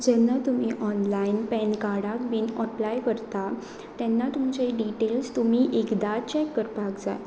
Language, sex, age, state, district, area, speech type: Goan Konkani, female, 18-30, Goa, Pernem, rural, spontaneous